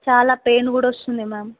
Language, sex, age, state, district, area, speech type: Telugu, female, 18-30, Telangana, Medchal, urban, conversation